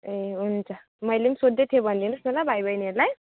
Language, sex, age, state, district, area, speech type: Nepali, female, 18-30, West Bengal, Kalimpong, rural, conversation